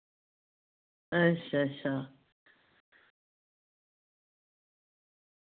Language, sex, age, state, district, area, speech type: Dogri, female, 60+, Jammu and Kashmir, Reasi, rural, conversation